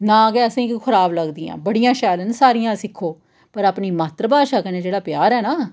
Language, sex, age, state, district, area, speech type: Dogri, female, 30-45, Jammu and Kashmir, Jammu, urban, spontaneous